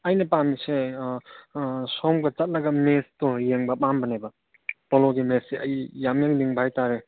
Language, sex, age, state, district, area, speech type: Manipuri, male, 30-45, Manipur, Churachandpur, rural, conversation